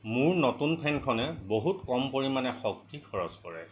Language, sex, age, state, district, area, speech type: Assamese, male, 45-60, Assam, Nagaon, rural, spontaneous